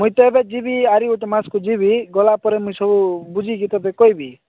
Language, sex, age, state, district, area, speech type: Odia, male, 45-60, Odisha, Nabarangpur, rural, conversation